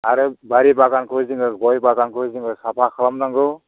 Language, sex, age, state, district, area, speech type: Bodo, male, 60+, Assam, Chirang, rural, conversation